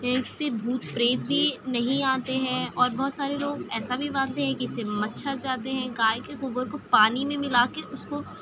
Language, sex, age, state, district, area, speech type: Urdu, female, 18-30, Delhi, Central Delhi, rural, spontaneous